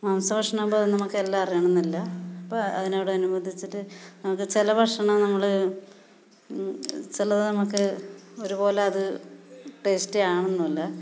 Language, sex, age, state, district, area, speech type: Malayalam, female, 45-60, Kerala, Kasaragod, rural, spontaneous